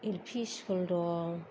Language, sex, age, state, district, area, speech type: Bodo, female, 45-60, Assam, Kokrajhar, rural, spontaneous